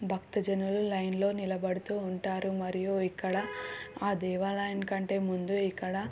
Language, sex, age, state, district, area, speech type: Telugu, female, 18-30, Telangana, Suryapet, urban, spontaneous